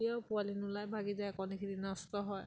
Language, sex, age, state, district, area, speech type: Assamese, female, 18-30, Assam, Sivasagar, rural, spontaneous